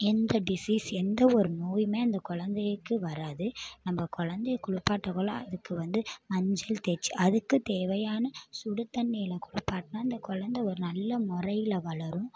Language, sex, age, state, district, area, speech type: Tamil, female, 18-30, Tamil Nadu, Mayiladuthurai, urban, spontaneous